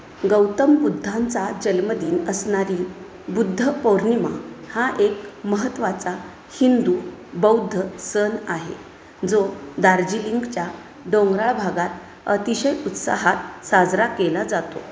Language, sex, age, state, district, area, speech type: Marathi, female, 45-60, Maharashtra, Satara, rural, read